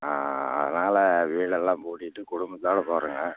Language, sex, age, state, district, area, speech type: Tamil, male, 60+, Tamil Nadu, Namakkal, rural, conversation